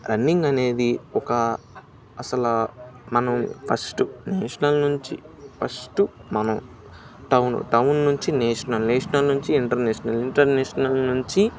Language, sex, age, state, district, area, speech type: Telugu, male, 18-30, Andhra Pradesh, Bapatla, rural, spontaneous